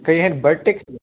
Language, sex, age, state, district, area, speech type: Manipuri, male, 18-30, Manipur, Kakching, rural, conversation